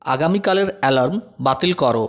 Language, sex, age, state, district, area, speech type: Bengali, male, 18-30, West Bengal, Purulia, rural, read